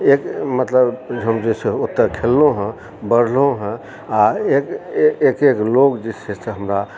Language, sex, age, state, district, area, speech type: Maithili, male, 45-60, Bihar, Supaul, rural, spontaneous